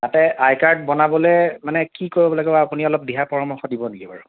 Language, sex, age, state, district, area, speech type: Assamese, male, 30-45, Assam, Kamrup Metropolitan, urban, conversation